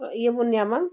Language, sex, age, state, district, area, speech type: Santali, female, 45-60, Jharkhand, Bokaro, rural, spontaneous